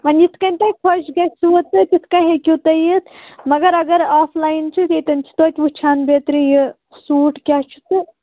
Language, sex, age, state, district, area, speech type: Kashmiri, female, 18-30, Jammu and Kashmir, Pulwama, rural, conversation